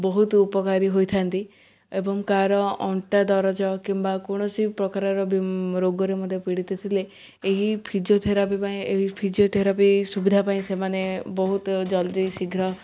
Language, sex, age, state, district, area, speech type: Odia, female, 18-30, Odisha, Ganjam, urban, spontaneous